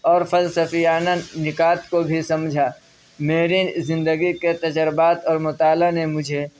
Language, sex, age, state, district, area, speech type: Urdu, male, 18-30, Uttar Pradesh, Saharanpur, urban, spontaneous